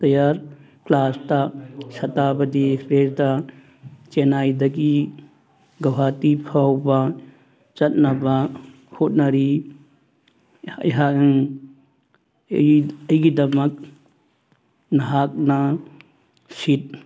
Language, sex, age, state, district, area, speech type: Manipuri, male, 60+, Manipur, Churachandpur, urban, read